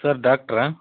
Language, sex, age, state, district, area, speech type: Kannada, male, 30-45, Karnataka, Chitradurga, rural, conversation